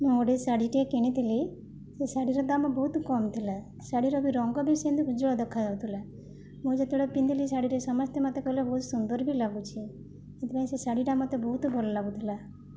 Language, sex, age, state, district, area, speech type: Odia, female, 45-60, Odisha, Jajpur, rural, spontaneous